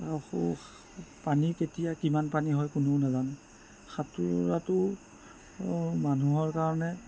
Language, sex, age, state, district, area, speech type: Assamese, male, 30-45, Assam, Jorhat, urban, spontaneous